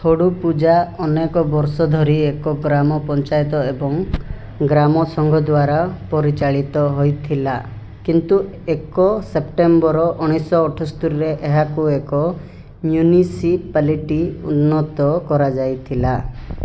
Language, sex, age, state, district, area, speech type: Odia, male, 30-45, Odisha, Rayagada, rural, read